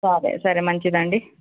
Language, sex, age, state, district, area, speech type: Telugu, female, 18-30, Telangana, Nalgonda, urban, conversation